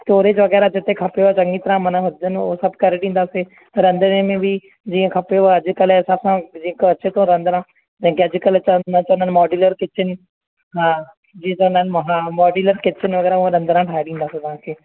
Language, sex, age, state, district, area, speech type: Sindhi, male, 30-45, Maharashtra, Thane, urban, conversation